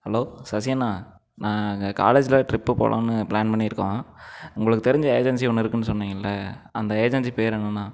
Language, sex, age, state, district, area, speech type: Tamil, male, 18-30, Tamil Nadu, Erode, urban, spontaneous